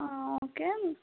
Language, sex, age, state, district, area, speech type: Kannada, female, 18-30, Karnataka, Davanagere, rural, conversation